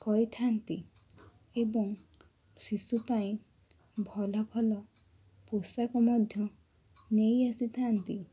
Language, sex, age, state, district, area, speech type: Odia, female, 30-45, Odisha, Cuttack, urban, spontaneous